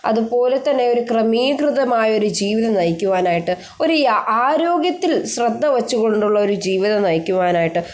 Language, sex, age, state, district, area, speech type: Malayalam, female, 18-30, Kerala, Thiruvananthapuram, rural, spontaneous